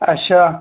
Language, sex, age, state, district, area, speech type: Dogri, male, 30-45, Jammu and Kashmir, Udhampur, rural, conversation